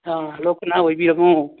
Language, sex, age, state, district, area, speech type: Manipuri, male, 60+, Manipur, Churachandpur, urban, conversation